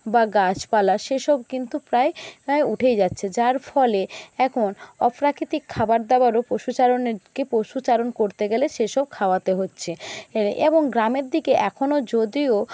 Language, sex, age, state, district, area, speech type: Bengali, female, 60+, West Bengal, Jhargram, rural, spontaneous